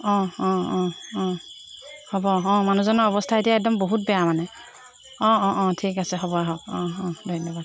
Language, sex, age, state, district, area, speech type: Assamese, female, 45-60, Assam, Jorhat, urban, spontaneous